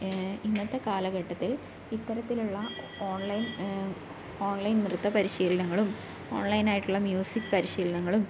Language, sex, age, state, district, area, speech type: Malayalam, female, 18-30, Kerala, Wayanad, rural, spontaneous